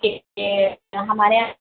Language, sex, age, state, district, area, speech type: Hindi, female, 30-45, Uttar Pradesh, Sitapur, rural, conversation